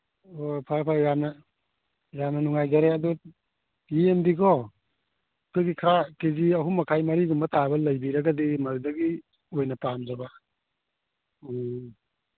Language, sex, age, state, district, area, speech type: Manipuri, male, 18-30, Manipur, Churachandpur, rural, conversation